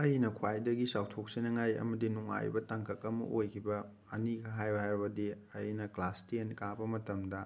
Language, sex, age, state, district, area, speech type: Manipuri, male, 30-45, Manipur, Thoubal, rural, spontaneous